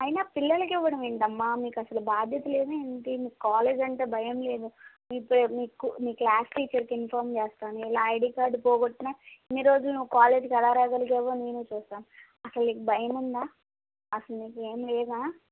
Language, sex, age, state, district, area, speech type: Telugu, female, 18-30, Andhra Pradesh, Guntur, urban, conversation